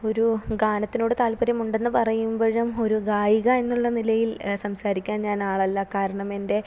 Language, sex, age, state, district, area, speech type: Malayalam, female, 18-30, Kerala, Thiruvananthapuram, rural, spontaneous